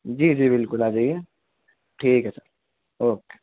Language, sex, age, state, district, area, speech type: Urdu, male, 18-30, Delhi, East Delhi, urban, conversation